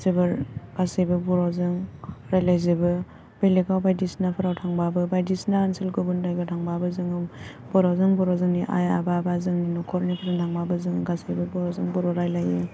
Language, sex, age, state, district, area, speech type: Bodo, female, 18-30, Assam, Baksa, rural, spontaneous